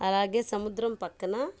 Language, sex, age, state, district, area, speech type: Telugu, female, 30-45, Andhra Pradesh, Bapatla, urban, spontaneous